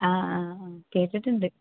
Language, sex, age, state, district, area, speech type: Malayalam, female, 18-30, Kerala, Palakkad, rural, conversation